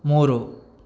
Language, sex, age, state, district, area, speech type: Kannada, male, 18-30, Karnataka, Mysore, rural, read